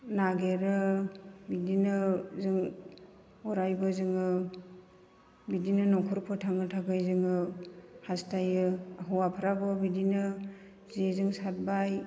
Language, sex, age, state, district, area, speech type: Bodo, female, 45-60, Assam, Chirang, rural, spontaneous